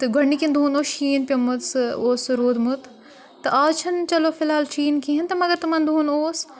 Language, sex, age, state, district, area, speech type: Kashmiri, female, 18-30, Jammu and Kashmir, Kupwara, urban, spontaneous